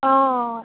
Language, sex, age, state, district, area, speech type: Assamese, female, 18-30, Assam, Dhemaji, rural, conversation